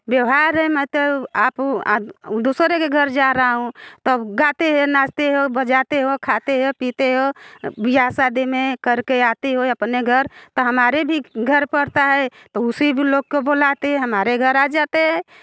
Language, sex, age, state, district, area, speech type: Hindi, female, 60+, Uttar Pradesh, Bhadohi, rural, spontaneous